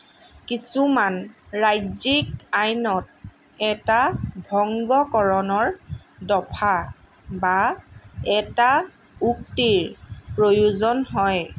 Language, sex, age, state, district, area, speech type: Assamese, female, 30-45, Assam, Lakhimpur, rural, read